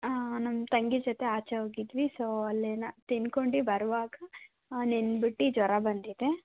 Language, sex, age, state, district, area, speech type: Kannada, female, 45-60, Karnataka, Tumkur, rural, conversation